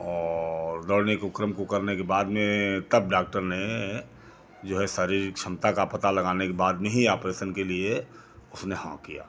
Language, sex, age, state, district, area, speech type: Hindi, male, 60+, Uttar Pradesh, Lucknow, rural, spontaneous